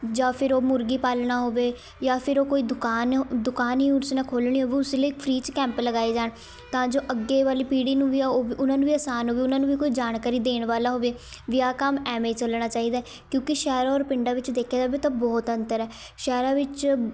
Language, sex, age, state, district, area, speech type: Punjabi, female, 18-30, Punjab, Shaheed Bhagat Singh Nagar, urban, spontaneous